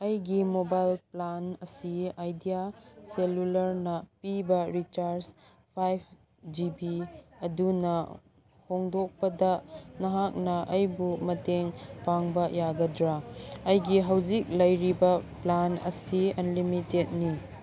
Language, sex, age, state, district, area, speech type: Manipuri, female, 30-45, Manipur, Chandel, rural, read